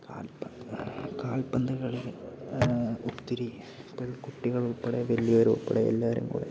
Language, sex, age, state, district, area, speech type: Malayalam, male, 18-30, Kerala, Idukki, rural, spontaneous